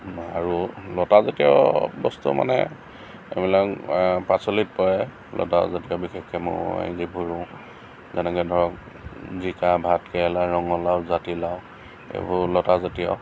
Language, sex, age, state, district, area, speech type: Assamese, male, 45-60, Assam, Lakhimpur, rural, spontaneous